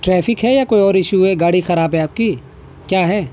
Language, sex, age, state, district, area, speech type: Urdu, male, 18-30, Delhi, North West Delhi, urban, spontaneous